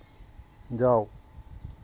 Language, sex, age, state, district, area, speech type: Hindi, male, 30-45, Madhya Pradesh, Hoshangabad, rural, read